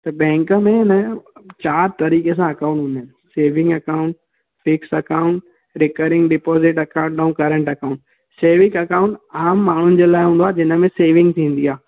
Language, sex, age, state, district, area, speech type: Sindhi, male, 18-30, Gujarat, Surat, urban, conversation